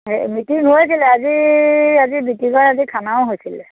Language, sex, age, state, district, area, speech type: Assamese, female, 45-60, Assam, Majuli, urban, conversation